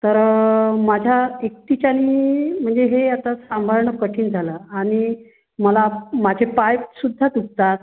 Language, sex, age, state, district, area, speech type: Marathi, female, 45-60, Maharashtra, Wardha, urban, conversation